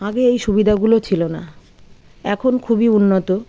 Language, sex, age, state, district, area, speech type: Bengali, female, 30-45, West Bengal, Birbhum, urban, spontaneous